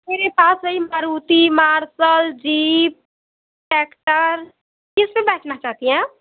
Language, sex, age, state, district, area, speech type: Hindi, female, 18-30, Uttar Pradesh, Mau, rural, conversation